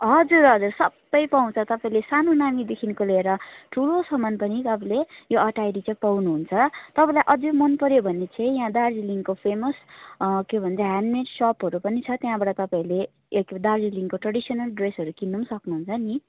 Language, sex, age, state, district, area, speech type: Nepali, female, 18-30, West Bengal, Darjeeling, rural, conversation